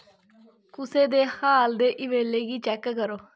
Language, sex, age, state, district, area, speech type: Dogri, female, 18-30, Jammu and Kashmir, Kathua, rural, read